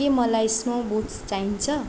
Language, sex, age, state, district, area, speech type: Nepali, female, 18-30, West Bengal, Darjeeling, rural, read